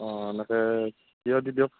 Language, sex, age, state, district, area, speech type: Assamese, male, 60+, Assam, Morigaon, rural, conversation